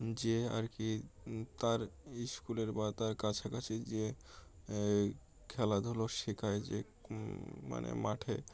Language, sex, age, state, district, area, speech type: Bengali, male, 18-30, West Bengal, Uttar Dinajpur, urban, spontaneous